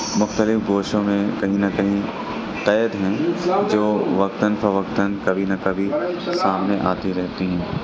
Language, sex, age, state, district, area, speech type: Urdu, male, 18-30, Uttar Pradesh, Mau, urban, spontaneous